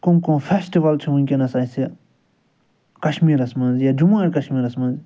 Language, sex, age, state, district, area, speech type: Kashmiri, male, 45-60, Jammu and Kashmir, Srinagar, rural, spontaneous